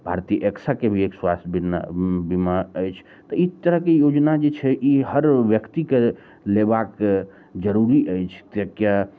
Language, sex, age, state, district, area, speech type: Maithili, male, 45-60, Bihar, Araria, rural, spontaneous